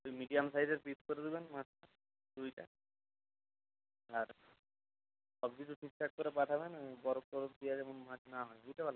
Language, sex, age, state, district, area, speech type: Bengali, male, 30-45, West Bengal, South 24 Parganas, rural, conversation